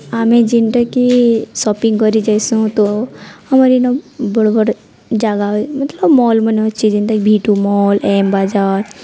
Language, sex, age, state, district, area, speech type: Odia, female, 18-30, Odisha, Nuapada, urban, spontaneous